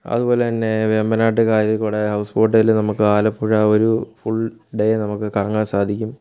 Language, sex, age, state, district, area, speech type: Malayalam, male, 30-45, Kerala, Kottayam, urban, spontaneous